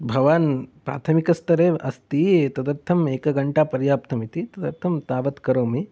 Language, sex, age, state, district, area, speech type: Sanskrit, male, 18-30, Karnataka, Mysore, urban, spontaneous